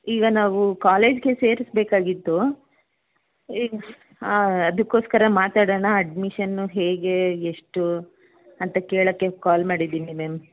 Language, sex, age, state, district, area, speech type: Kannada, female, 30-45, Karnataka, Bangalore Urban, urban, conversation